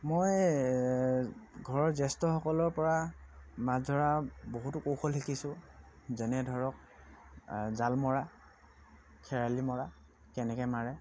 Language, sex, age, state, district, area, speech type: Assamese, male, 45-60, Assam, Dhemaji, rural, spontaneous